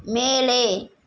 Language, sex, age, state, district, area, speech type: Tamil, female, 30-45, Tamil Nadu, Nagapattinam, rural, read